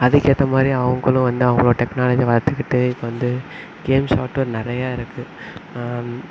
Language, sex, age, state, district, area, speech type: Tamil, male, 18-30, Tamil Nadu, Sivaganga, rural, spontaneous